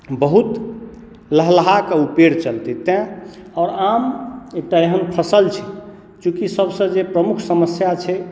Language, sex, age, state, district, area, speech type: Maithili, male, 30-45, Bihar, Madhubani, rural, spontaneous